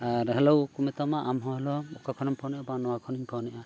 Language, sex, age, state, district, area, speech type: Santali, male, 45-60, Odisha, Mayurbhanj, rural, spontaneous